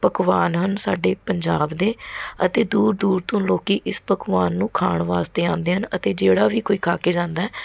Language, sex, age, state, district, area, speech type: Punjabi, female, 30-45, Punjab, Mohali, urban, spontaneous